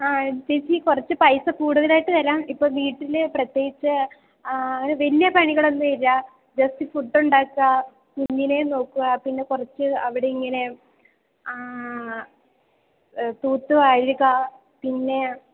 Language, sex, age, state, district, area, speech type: Malayalam, female, 18-30, Kerala, Idukki, rural, conversation